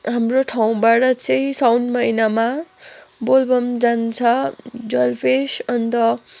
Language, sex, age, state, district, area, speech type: Nepali, female, 18-30, West Bengal, Kalimpong, rural, spontaneous